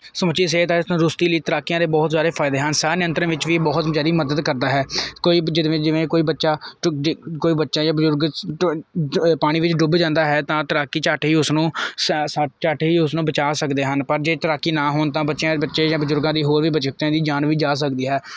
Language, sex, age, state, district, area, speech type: Punjabi, male, 18-30, Punjab, Kapurthala, urban, spontaneous